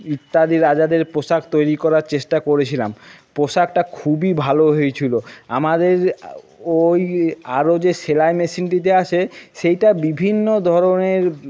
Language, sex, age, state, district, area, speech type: Bengali, male, 30-45, West Bengal, Jhargram, rural, spontaneous